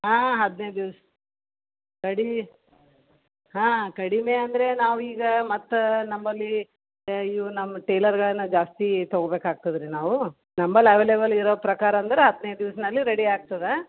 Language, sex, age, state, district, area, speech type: Kannada, female, 30-45, Karnataka, Gulbarga, urban, conversation